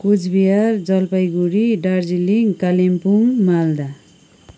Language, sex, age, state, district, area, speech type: Nepali, female, 45-60, West Bengal, Kalimpong, rural, spontaneous